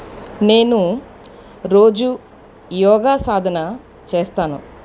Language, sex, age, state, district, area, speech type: Telugu, female, 45-60, Andhra Pradesh, Eluru, urban, spontaneous